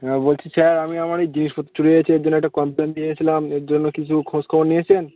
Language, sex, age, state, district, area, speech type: Bengali, male, 18-30, West Bengal, Birbhum, urban, conversation